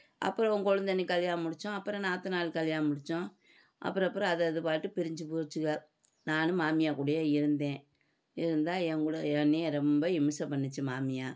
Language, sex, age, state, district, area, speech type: Tamil, female, 60+, Tamil Nadu, Madurai, urban, spontaneous